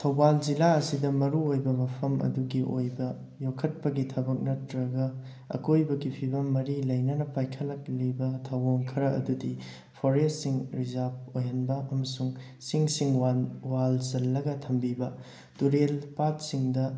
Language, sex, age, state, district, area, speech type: Manipuri, male, 18-30, Manipur, Thoubal, rural, spontaneous